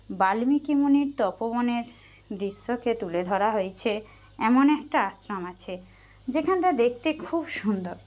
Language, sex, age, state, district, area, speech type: Bengali, female, 30-45, West Bengal, Jhargram, rural, spontaneous